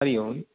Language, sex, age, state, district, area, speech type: Sanskrit, male, 18-30, Rajasthan, Jaipur, urban, conversation